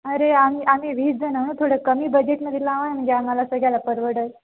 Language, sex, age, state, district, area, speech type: Marathi, female, 18-30, Maharashtra, Nanded, urban, conversation